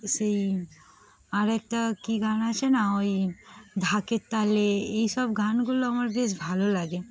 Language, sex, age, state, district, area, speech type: Bengali, female, 18-30, West Bengal, Darjeeling, urban, spontaneous